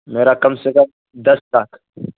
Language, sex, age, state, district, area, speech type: Urdu, male, 18-30, Bihar, Araria, rural, conversation